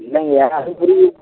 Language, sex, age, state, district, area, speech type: Tamil, male, 60+, Tamil Nadu, Pudukkottai, rural, conversation